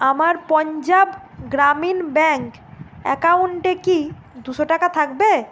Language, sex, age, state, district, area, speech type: Bengali, female, 45-60, West Bengal, Bankura, urban, read